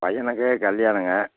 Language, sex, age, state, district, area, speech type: Tamil, male, 60+, Tamil Nadu, Namakkal, rural, conversation